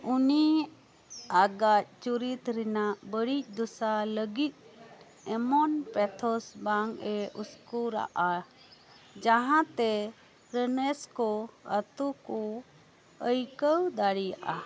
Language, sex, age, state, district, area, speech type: Santali, female, 45-60, West Bengal, Birbhum, rural, read